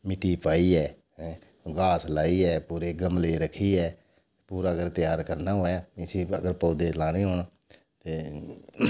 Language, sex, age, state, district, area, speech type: Dogri, male, 45-60, Jammu and Kashmir, Udhampur, urban, spontaneous